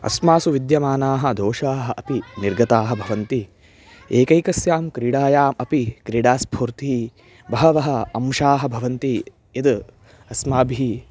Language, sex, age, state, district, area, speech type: Sanskrit, male, 18-30, Karnataka, Chitradurga, urban, spontaneous